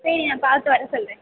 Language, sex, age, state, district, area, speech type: Tamil, female, 30-45, Tamil Nadu, Pudukkottai, rural, conversation